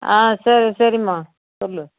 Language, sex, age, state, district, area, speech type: Tamil, female, 60+, Tamil Nadu, Viluppuram, rural, conversation